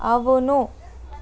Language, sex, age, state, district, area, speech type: Telugu, female, 18-30, Telangana, Nalgonda, urban, read